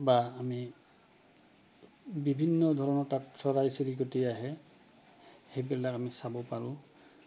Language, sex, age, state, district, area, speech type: Assamese, male, 45-60, Assam, Goalpara, urban, spontaneous